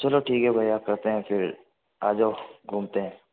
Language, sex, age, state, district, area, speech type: Hindi, male, 18-30, Rajasthan, Jodhpur, urban, conversation